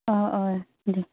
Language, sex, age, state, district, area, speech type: Bodo, female, 18-30, Assam, Baksa, rural, conversation